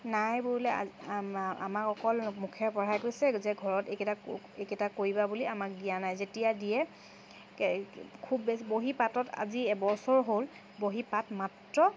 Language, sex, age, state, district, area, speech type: Assamese, female, 30-45, Assam, Charaideo, urban, spontaneous